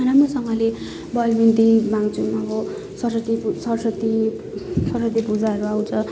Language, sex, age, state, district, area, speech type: Nepali, female, 18-30, West Bengal, Jalpaiguri, rural, spontaneous